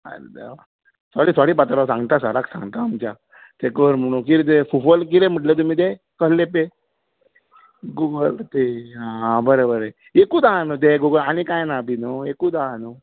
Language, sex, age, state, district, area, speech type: Goan Konkani, male, 18-30, Goa, Bardez, urban, conversation